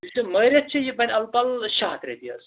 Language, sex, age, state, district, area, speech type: Kashmiri, male, 18-30, Jammu and Kashmir, Kupwara, rural, conversation